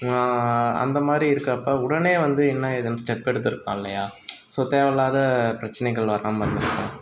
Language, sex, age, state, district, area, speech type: Tamil, male, 30-45, Tamil Nadu, Pudukkottai, rural, spontaneous